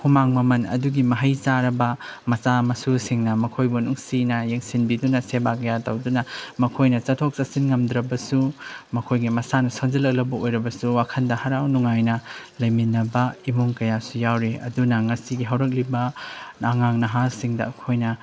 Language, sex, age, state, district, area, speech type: Manipuri, male, 30-45, Manipur, Chandel, rural, spontaneous